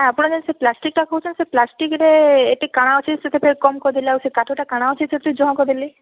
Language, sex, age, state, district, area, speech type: Odia, female, 45-60, Odisha, Boudh, rural, conversation